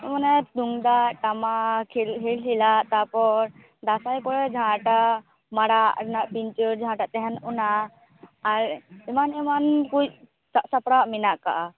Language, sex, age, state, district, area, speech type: Santali, female, 18-30, West Bengal, Purba Bardhaman, rural, conversation